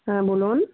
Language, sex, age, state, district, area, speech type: Bengali, female, 18-30, West Bengal, North 24 Parganas, rural, conversation